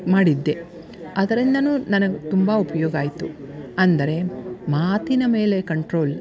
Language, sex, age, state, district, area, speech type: Kannada, female, 60+, Karnataka, Dharwad, rural, spontaneous